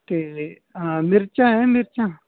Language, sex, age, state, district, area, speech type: Punjabi, male, 18-30, Punjab, Bathinda, rural, conversation